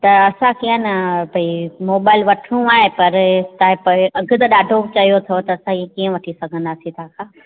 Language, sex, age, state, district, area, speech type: Sindhi, female, 30-45, Gujarat, Junagadh, urban, conversation